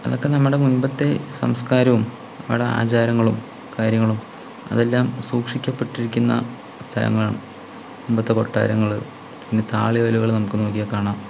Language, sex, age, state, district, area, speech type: Malayalam, male, 30-45, Kerala, Palakkad, urban, spontaneous